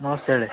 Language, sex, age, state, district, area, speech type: Kannada, male, 30-45, Karnataka, Vijayanagara, rural, conversation